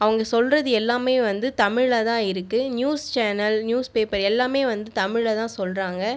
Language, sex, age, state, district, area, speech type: Tamil, female, 30-45, Tamil Nadu, Viluppuram, rural, spontaneous